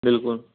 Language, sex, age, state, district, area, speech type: Kashmiri, male, 30-45, Jammu and Kashmir, Kupwara, rural, conversation